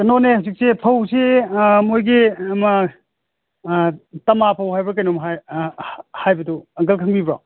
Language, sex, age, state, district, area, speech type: Manipuri, male, 45-60, Manipur, Imphal East, rural, conversation